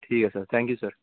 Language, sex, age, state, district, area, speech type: Dogri, male, 18-30, Jammu and Kashmir, Kathua, rural, conversation